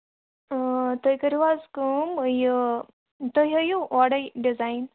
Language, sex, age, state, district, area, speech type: Kashmiri, female, 30-45, Jammu and Kashmir, Kulgam, rural, conversation